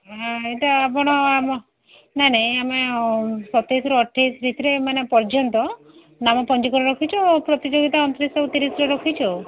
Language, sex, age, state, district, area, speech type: Odia, female, 60+, Odisha, Gajapati, rural, conversation